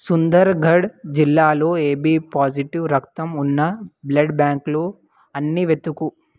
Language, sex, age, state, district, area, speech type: Telugu, male, 18-30, Telangana, Nalgonda, urban, read